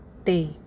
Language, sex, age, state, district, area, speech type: Punjabi, female, 18-30, Punjab, Rupnagar, urban, read